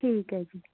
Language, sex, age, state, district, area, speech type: Punjabi, female, 18-30, Punjab, Mohali, urban, conversation